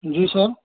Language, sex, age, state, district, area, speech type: Urdu, male, 18-30, Delhi, Central Delhi, rural, conversation